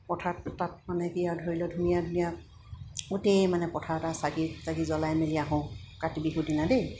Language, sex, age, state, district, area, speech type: Assamese, female, 30-45, Assam, Golaghat, urban, spontaneous